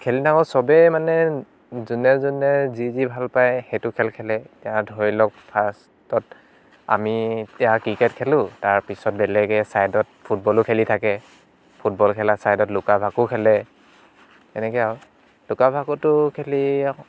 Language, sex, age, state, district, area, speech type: Assamese, male, 18-30, Assam, Dibrugarh, rural, spontaneous